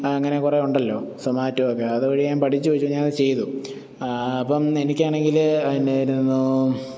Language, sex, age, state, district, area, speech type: Malayalam, male, 30-45, Kerala, Pathanamthitta, rural, spontaneous